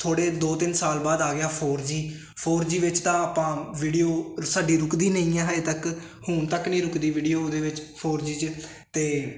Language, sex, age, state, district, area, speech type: Punjabi, male, 18-30, Punjab, Hoshiarpur, rural, spontaneous